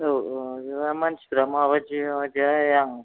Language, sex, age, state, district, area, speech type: Bodo, female, 60+, Assam, Kokrajhar, rural, conversation